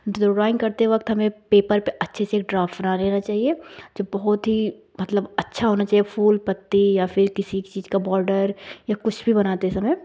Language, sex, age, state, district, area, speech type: Hindi, female, 18-30, Uttar Pradesh, Jaunpur, urban, spontaneous